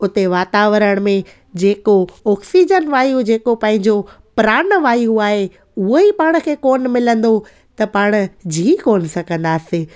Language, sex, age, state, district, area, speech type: Sindhi, female, 30-45, Gujarat, Junagadh, rural, spontaneous